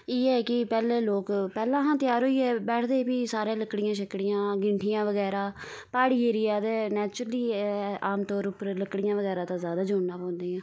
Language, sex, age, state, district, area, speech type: Dogri, female, 30-45, Jammu and Kashmir, Udhampur, rural, spontaneous